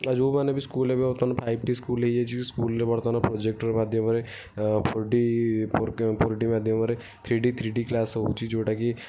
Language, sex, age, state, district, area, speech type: Odia, male, 18-30, Odisha, Kendujhar, urban, spontaneous